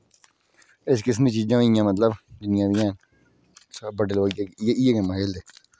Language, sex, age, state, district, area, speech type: Dogri, female, 30-45, Jammu and Kashmir, Udhampur, rural, spontaneous